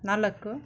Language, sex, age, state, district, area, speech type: Kannada, female, 30-45, Karnataka, Mysore, rural, read